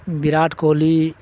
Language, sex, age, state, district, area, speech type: Urdu, male, 60+, Bihar, Darbhanga, rural, spontaneous